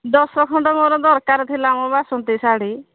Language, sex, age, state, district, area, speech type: Odia, female, 45-60, Odisha, Angul, rural, conversation